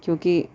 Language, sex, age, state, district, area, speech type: Urdu, female, 30-45, Delhi, South Delhi, rural, spontaneous